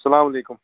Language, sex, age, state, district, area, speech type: Kashmiri, male, 45-60, Jammu and Kashmir, Srinagar, urban, conversation